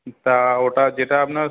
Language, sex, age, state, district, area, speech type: Bengali, male, 45-60, West Bengal, South 24 Parganas, urban, conversation